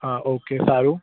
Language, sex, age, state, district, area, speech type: Gujarati, male, 18-30, Gujarat, Ahmedabad, urban, conversation